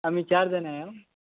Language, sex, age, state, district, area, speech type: Marathi, male, 18-30, Maharashtra, Yavatmal, rural, conversation